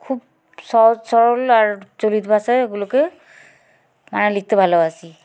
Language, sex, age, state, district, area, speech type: Bengali, female, 45-60, West Bengal, Hooghly, urban, spontaneous